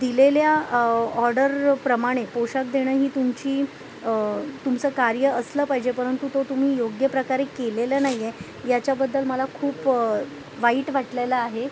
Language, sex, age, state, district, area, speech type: Marathi, female, 45-60, Maharashtra, Thane, urban, spontaneous